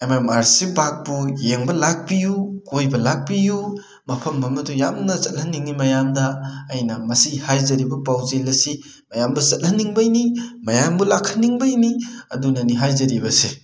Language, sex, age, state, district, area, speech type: Manipuri, male, 30-45, Manipur, Thoubal, rural, spontaneous